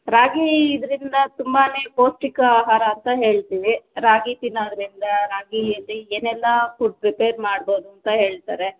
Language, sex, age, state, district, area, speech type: Kannada, female, 30-45, Karnataka, Kolar, rural, conversation